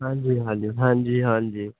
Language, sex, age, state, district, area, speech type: Punjabi, male, 18-30, Punjab, Hoshiarpur, rural, conversation